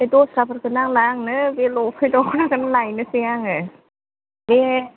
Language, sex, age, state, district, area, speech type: Bodo, female, 30-45, Assam, Kokrajhar, rural, conversation